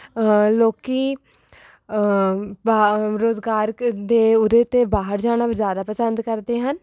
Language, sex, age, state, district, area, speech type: Punjabi, female, 18-30, Punjab, Rupnagar, urban, spontaneous